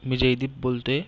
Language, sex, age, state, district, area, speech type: Marathi, male, 18-30, Maharashtra, Buldhana, urban, spontaneous